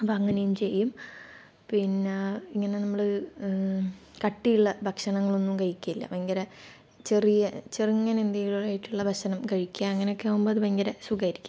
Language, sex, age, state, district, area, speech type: Malayalam, female, 18-30, Kerala, Kannur, rural, spontaneous